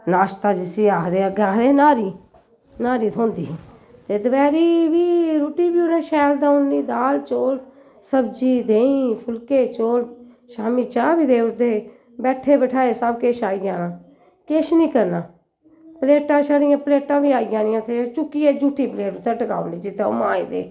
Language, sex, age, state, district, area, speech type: Dogri, female, 60+, Jammu and Kashmir, Jammu, urban, spontaneous